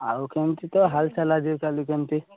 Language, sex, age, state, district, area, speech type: Odia, male, 18-30, Odisha, Koraput, urban, conversation